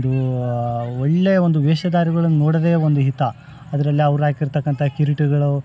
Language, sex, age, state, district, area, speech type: Kannada, male, 45-60, Karnataka, Bellary, rural, spontaneous